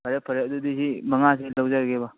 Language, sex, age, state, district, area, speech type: Manipuri, male, 18-30, Manipur, Churachandpur, rural, conversation